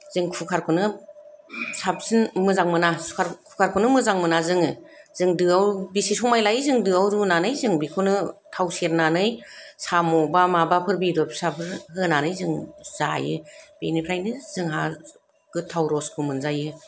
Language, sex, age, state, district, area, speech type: Bodo, female, 30-45, Assam, Kokrajhar, urban, spontaneous